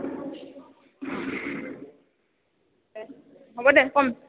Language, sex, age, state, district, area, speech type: Assamese, female, 30-45, Assam, Goalpara, urban, conversation